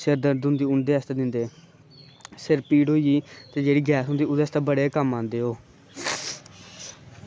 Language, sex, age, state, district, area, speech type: Dogri, male, 18-30, Jammu and Kashmir, Kathua, rural, spontaneous